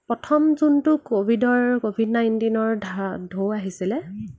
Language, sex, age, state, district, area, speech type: Assamese, female, 18-30, Assam, Nagaon, rural, spontaneous